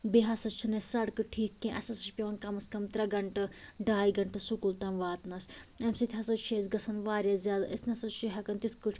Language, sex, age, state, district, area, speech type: Kashmiri, female, 45-60, Jammu and Kashmir, Anantnag, rural, spontaneous